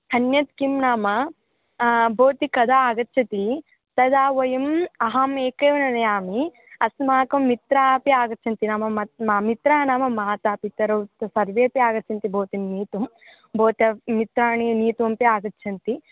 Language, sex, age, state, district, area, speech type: Sanskrit, female, 18-30, Karnataka, Gadag, urban, conversation